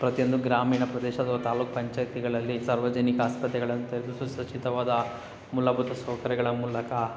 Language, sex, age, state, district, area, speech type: Kannada, male, 60+, Karnataka, Kolar, rural, spontaneous